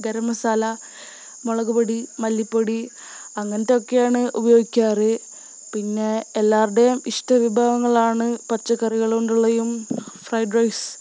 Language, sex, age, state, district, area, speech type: Malayalam, female, 18-30, Kerala, Wayanad, rural, spontaneous